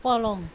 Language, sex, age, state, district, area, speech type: Nepali, female, 30-45, West Bengal, Darjeeling, rural, read